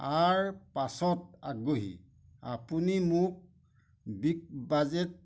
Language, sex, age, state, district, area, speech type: Assamese, male, 45-60, Assam, Majuli, rural, read